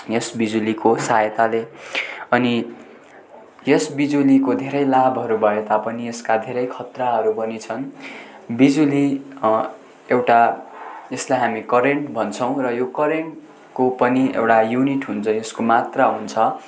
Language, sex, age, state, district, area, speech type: Nepali, male, 18-30, West Bengal, Darjeeling, rural, spontaneous